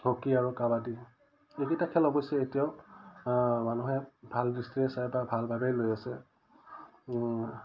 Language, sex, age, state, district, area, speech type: Assamese, male, 45-60, Assam, Udalguri, rural, spontaneous